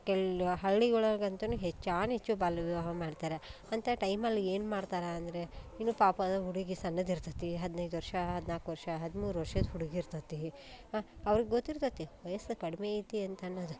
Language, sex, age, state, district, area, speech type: Kannada, female, 30-45, Karnataka, Koppal, urban, spontaneous